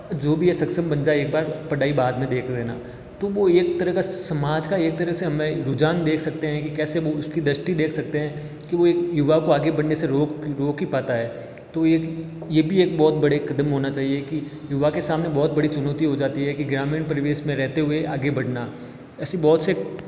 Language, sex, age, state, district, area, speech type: Hindi, male, 18-30, Rajasthan, Jodhpur, urban, spontaneous